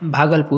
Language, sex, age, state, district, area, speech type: Hindi, male, 18-30, Bihar, Samastipur, rural, spontaneous